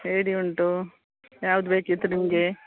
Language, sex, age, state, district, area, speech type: Kannada, female, 60+, Karnataka, Udupi, rural, conversation